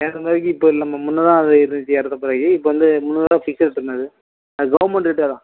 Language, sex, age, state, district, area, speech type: Tamil, male, 30-45, Tamil Nadu, Nagapattinam, rural, conversation